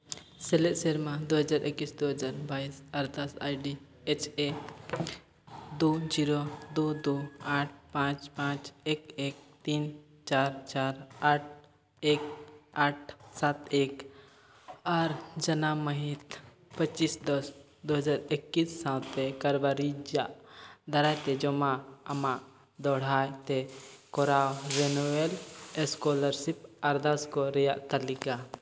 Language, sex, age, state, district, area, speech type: Santali, male, 18-30, Jharkhand, Seraikela Kharsawan, rural, read